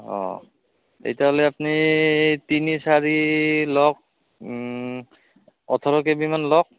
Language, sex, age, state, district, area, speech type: Assamese, male, 30-45, Assam, Udalguri, rural, conversation